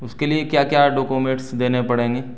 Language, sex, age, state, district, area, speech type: Urdu, male, 30-45, Uttar Pradesh, Saharanpur, urban, spontaneous